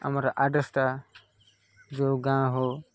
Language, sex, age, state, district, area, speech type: Odia, male, 30-45, Odisha, Koraput, urban, spontaneous